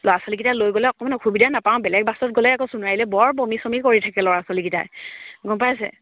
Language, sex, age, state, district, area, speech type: Assamese, female, 30-45, Assam, Charaideo, rural, conversation